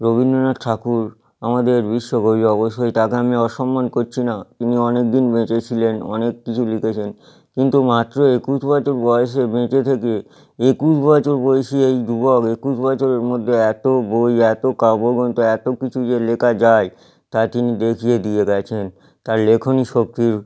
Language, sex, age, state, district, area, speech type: Bengali, male, 30-45, West Bengal, Howrah, urban, spontaneous